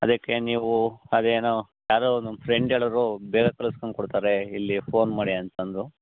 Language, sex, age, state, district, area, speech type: Kannada, male, 60+, Karnataka, Bangalore Rural, urban, conversation